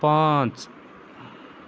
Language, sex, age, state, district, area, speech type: Kashmiri, male, 30-45, Jammu and Kashmir, Srinagar, urban, read